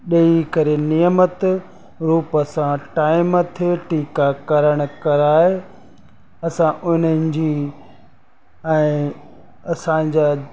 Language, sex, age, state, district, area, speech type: Sindhi, male, 30-45, Rajasthan, Ajmer, urban, spontaneous